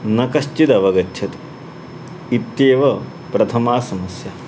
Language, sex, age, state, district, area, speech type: Sanskrit, male, 30-45, Karnataka, Uttara Kannada, urban, spontaneous